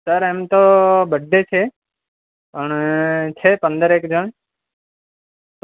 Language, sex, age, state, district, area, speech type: Gujarati, male, 18-30, Gujarat, Surat, urban, conversation